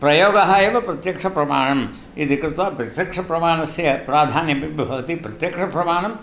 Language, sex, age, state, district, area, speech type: Sanskrit, male, 60+, Tamil Nadu, Thanjavur, urban, spontaneous